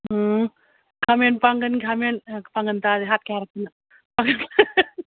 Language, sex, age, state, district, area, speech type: Manipuri, female, 45-60, Manipur, Imphal East, rural, conversation